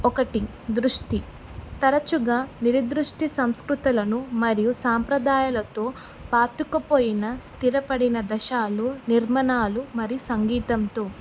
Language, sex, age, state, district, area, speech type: Telugu, female, 18-30, Telangana, Kamareddy, urban, spontaneous